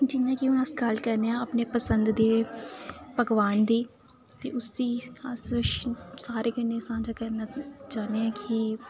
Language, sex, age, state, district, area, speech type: Dogri, female, 18-30, Jammu and Kashmir, Reasi, rural, spontaneous